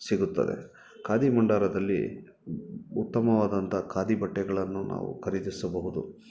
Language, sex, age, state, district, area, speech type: Kannada, male, 30-45, Karnataka, Bangalore Urban, urban, spontaneous